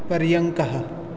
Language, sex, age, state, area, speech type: Sanskrit, male, 18-30, Assam, rural, read